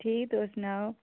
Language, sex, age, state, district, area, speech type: Dogri, female, 30-45, Jammu and Kashmir, Udhampur, urban, conversation